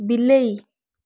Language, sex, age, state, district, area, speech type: Odia, female, 18-30, Odisha, Balasore, rural, read